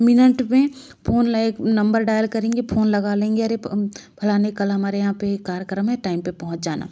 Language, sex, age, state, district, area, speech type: Hindi, female, 30-45, Madhya Pradesh, Bhopal, urban, spontaneous